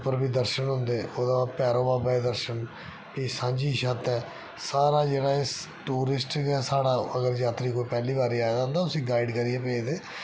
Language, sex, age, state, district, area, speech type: Dogri, male, 30-45, Jammu and Kashmir, Reasi, rural, spontaneous